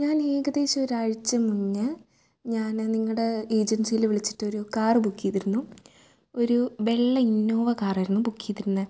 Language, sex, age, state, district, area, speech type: Malayalam, female, 18-30, Kerala, Thrissur, urban, spontaneous